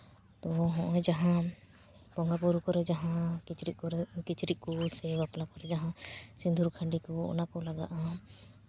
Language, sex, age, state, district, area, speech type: Santali, female, 30-45, West Bengal, Paschim Bardhaman, rural, spontaneous